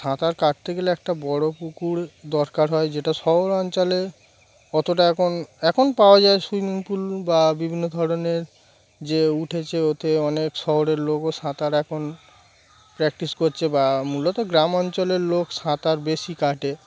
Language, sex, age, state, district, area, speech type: Bengali, male, 30-45, West Bengal, Darjeeling, urban, spontaneous